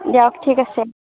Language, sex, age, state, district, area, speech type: Assamese, female, 18-30, Assam, Barpeta, rural, conversation